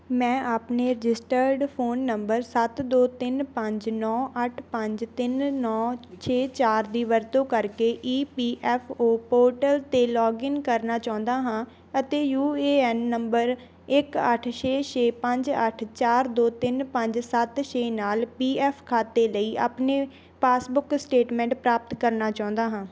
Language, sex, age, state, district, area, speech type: Punjabi, female, 18-30, Punjab, Bathinda, rural, read